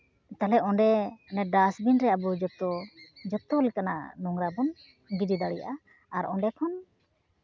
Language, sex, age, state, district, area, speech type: Santali, female, 30-45, West Bengal, Uttar Dinajpur, rural, spontaneous